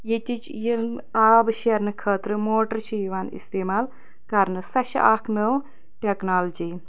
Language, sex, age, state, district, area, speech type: Kashmiri, female, 30-45, Jammu and Kashmir, Anantnag, rural, spontaneous